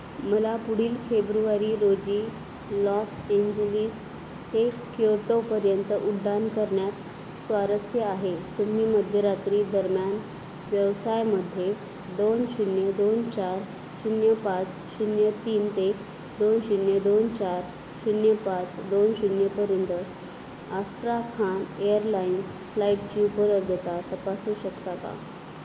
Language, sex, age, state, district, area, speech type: Marathi, female, 30-45, Maharashtra, Nanded, urban, read